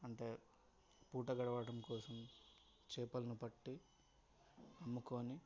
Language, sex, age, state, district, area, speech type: Telugu, male, 18-30, Telangana, Hyderabad, rural, spontaneous